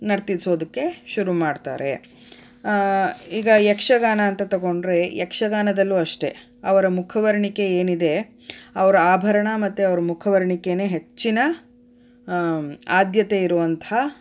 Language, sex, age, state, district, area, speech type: Kannada, female, 30-45, Karnataka, Davanagere, urban, spontaneous